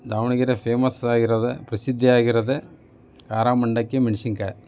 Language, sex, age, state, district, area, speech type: Kannada, male, 45-60, Karnataka, Davanagere, urban, spontaneous